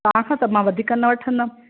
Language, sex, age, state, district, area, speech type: Sindhi, female, 45-60, Maharashtra, Thane, urban, conversation